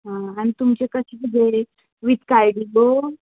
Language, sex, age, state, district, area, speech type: Goan Konkani, female, 18-30, Goa, Quepem, rural, conversation